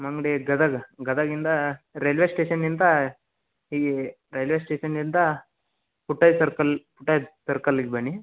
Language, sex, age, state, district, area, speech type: Kannada, male, 30-45, Karnataka, Gadag, rural, conversation